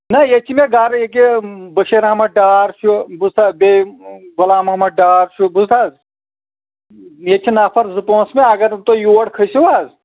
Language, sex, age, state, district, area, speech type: Kashmiri, male, 30-45, Jammu and Kashmir, Anantnag, rural, conversation